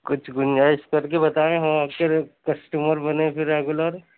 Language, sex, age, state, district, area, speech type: Urdu, male, 60+, Uttar Pradesh, Gautam Buddha Nagar, urban, conversation